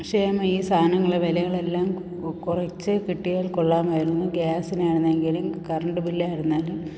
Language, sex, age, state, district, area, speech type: Malayalam, female, 45-60, Kerala, Thiruvananthapuram, urban, spontaneous